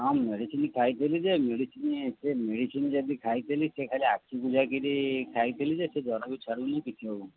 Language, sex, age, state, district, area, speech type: Odia, male, 45-60, Odisha, Jagatsinghpur, urban, conversation